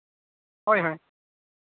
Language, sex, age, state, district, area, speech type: Santali, male, 45-60, Odisha, Mayurbhanj, rural, conversation